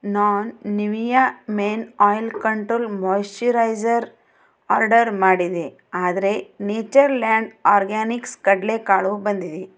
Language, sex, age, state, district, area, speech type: Kannada, female, 45-60, Karnataka, Bidar, urban, read